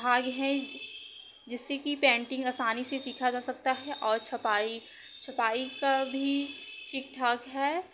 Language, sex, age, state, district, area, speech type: Hindi, female, 30-45, Uttar Pradesh, Mirzapur, rural, spontaneous